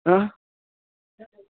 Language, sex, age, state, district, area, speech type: Sanskrit, male, 30-45, Karnataka, Vijayapura, urban, conversation